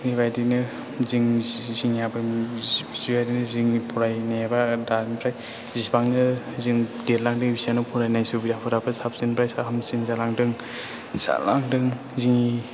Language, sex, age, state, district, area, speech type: Bodo, male, 18-30, Assam, Chirang, rural, spontaneous